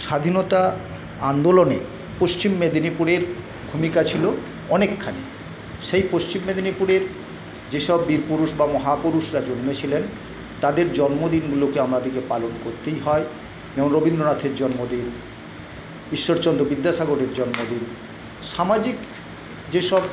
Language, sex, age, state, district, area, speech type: Bengali, male, 60+, West Bengal, Paschim Medinipur, rural, spontaneous